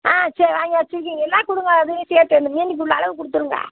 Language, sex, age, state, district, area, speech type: Tamil, female, 60+, Tamil Nadu, Tiruppur, rural, conversation